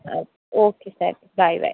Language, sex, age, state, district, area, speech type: Kannada, female, 18-30, Karnataka, Dakshina Kannada, rural, conversation